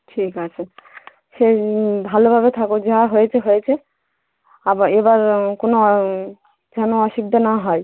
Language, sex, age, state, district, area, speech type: Bengali, female, 18-30, West Bengal, Dakshin Dinajpur, urban, conversation